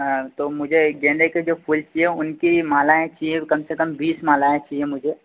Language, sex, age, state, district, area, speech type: Hindi, male, 30-45, Madhya Pradesh, Harda, urban, conversation